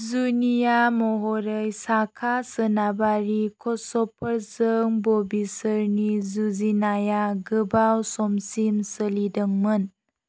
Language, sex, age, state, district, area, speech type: Bodo, female, 45-60, Assam, Chirang, rural, read